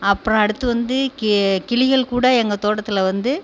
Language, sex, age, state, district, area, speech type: Tamil, female, 45-60, Tamil Nadu, Tiruchirappalli, rural, spontaneous